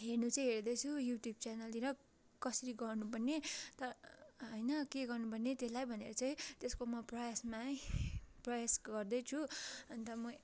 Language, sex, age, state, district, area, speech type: Nepali, female, 45-60, West Bengal, Darjeeling, rural, spontaneous